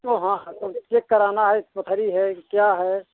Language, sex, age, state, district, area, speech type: Hindi, male, 60+, Uttar Pradesh, Mirzapur, urban, conversation